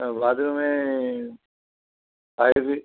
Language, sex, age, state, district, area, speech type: Bengali, male, 45-60, West Bengal, Dakshin Dinajpur, rural, conversation